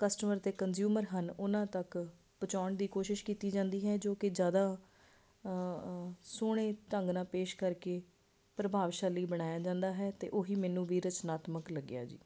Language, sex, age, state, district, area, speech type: Punjabi, female, 30-45, Punjab, Ludhiana, urban, spontaneous